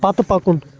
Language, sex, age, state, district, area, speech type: Kashmiri, male, 18-30, Jammu and Kashmir, Baramulla, urban, read